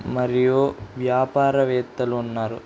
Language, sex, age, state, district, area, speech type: Telugu, male, 18-30, Andhra Pradesh, Kurnool, urban, spontaneous